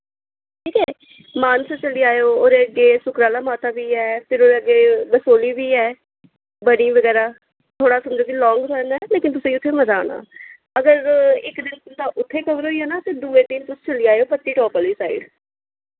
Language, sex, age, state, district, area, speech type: Dogri, female, 30-45, Jammu and Kashmir, Jammu, urban, conversation